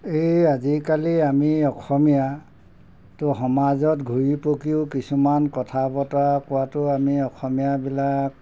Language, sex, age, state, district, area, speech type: Assamese, male, 60+, Assam, Golaghat, urban, spontaneous